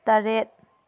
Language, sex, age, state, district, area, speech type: Manipuri, female, 30-45, Manipur, Thoubal, rural, read